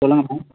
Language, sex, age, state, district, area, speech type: Tamil, male, 30-45, Tamil Nadu, Thoothukudi, urban, conversation